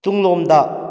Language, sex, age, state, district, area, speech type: Manipuri, male, 45-60, Manipur, Kakching, rural, read